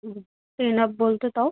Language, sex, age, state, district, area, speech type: Bengali, female, 30-45, West Bengal, Kolkata, urban, conversation